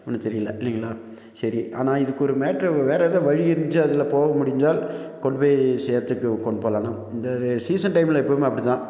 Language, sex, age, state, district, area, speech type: Tamil, male, 45-60, Tamil Nadu, Nilgiris, urban, spontaneous